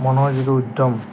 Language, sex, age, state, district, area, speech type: Assamese, male, 18-30, Assam, Lakhimpur, urban, spontaneous